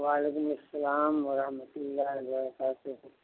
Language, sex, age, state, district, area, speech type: Urdu, male, 60+, Bihar, Madhubani, rural, conversation